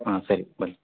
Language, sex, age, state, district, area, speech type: Kannada, male, 18-30, Karnataka, Davanagere, urban, conversation